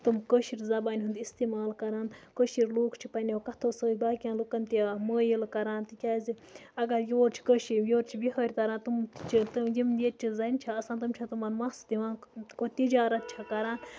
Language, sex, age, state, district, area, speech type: Kashmiri, female, 60+, Jammu and Kashmir, Baramulla, rural, spontaneous